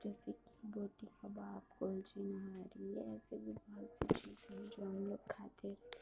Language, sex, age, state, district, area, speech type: Urdu, female, 60+, Uttar Pradesh, Lucknow, urban, spontaneous